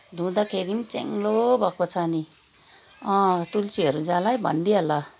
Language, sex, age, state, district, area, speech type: Nepali, female, 45-60, West Bengal, Kalimpong, rural, spontaneous